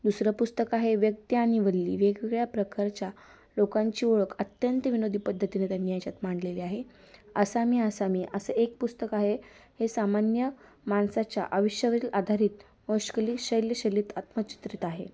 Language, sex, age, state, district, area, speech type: Marathi, female, 18-30, Maharashtra, Osmanabad, rural, spontaneous